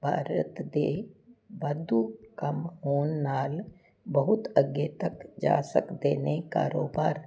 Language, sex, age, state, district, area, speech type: Punjabi, female, 60+, Punjab, Jalandhar, urban, spontaneous